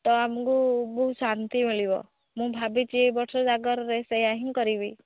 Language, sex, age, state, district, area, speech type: Odia, female, 18-30, Odisha, Nayagarh, rural, conversation